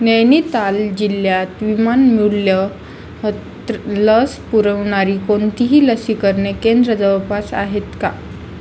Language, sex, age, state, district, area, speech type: Marathi, female, 18-30, Maharashtra, Aurangabad, rural, read